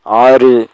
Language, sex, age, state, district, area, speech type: Tamil, male, 18-30, Tamil Nadu, Dharmapuri, rural, read